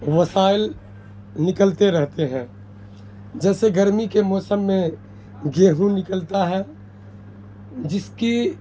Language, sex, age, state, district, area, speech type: Urdu, male, 18-30, Bihar, Madhubani, rural, spontaneous